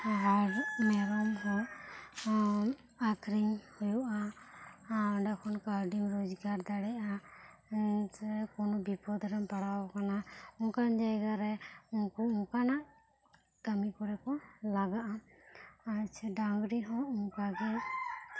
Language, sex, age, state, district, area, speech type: Santali, female, 18-30, West Bengal, Bankura, rural, spontaneous